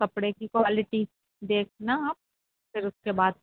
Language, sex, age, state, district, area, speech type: Urdu, female, 45-60, Uttar Pradesh, Rampur, urban, conversation